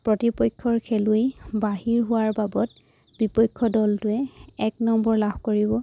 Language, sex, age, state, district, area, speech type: Assamese, female, 18-30, Assam, Charaideo, rural, spontaneous